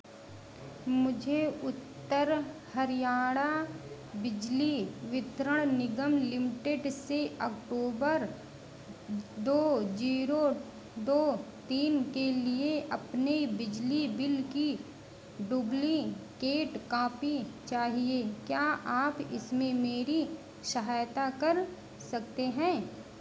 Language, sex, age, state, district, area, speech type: Hindi, female, 30-45, Uttar Pradesh, Lucknow, rural, read